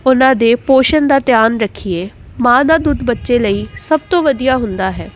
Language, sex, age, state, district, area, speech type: Punjabi, female, 18-30, Punjab, Jalandhar, urban, spontaneous